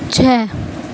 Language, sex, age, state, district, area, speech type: Urdu, female, 18-30, Uttar Pradesh, Gautam Buddha Nagar, rural, read